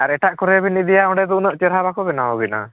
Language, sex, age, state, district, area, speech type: Santali, male, 45-60, Odisha, Mayurbhanj, rural, conversation